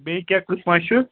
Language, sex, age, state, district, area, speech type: Kashmiri, male, 30-45, Jammu and Kashmir, Ganderbal, rural, conversation